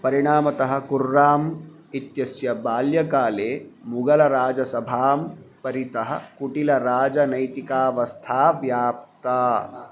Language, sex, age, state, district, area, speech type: Sanskrit, male, 30-45, Telangana, Hyderabad, urban, read